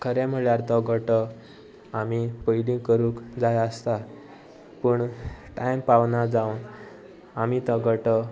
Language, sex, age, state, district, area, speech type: Goan Konkani, male, 18-30, Goa, Sanguem, rural, spontaneous